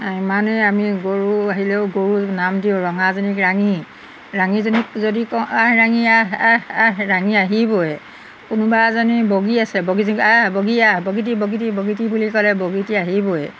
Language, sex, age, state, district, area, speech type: Assamese, female, 60+, Assam, Golaghat, urban, spontaneous